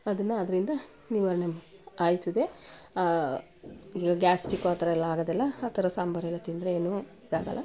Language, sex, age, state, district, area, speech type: Kannada, female, 45-60, Karnataka, Mandya, rural, spontaneous